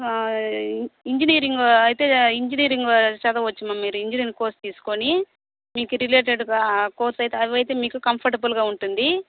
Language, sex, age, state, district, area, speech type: Telugu, female, 30-45, Andhra Pradesh, Sri Balaji, rural, conversation